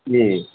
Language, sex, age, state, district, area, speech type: Urdu, male, 45-60, Telangana, Hyderabad, urban, conversation